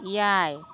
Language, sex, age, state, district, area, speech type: Santali, female, 45-60, West Bengal, Uttar Dinajpur, rural, read